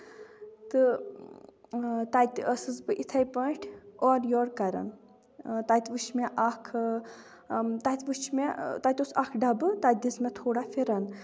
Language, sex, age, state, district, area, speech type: Kashmiri, female, 18-30, Jammu and Kashmir, Shopian, urban, spontaneous